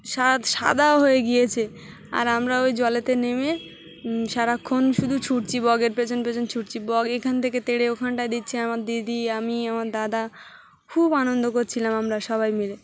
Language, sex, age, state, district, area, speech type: Bengali, female, 30-45, West Bengal, Dakshin Dinajpur, urban, spontaneous